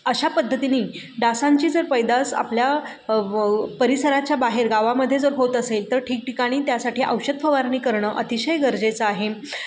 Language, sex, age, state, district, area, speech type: Marathi, female, 30-45, Maharashtra, Satara, urban, spontaneous